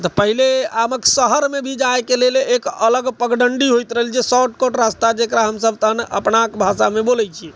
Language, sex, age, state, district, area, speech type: Maithili, male, 60+, Bihar, Sitamarhi, rural, spontaneous